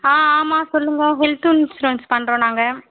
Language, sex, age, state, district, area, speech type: Tamil, female, 18-30, Tamil Nadu, Vellore, urban, conversation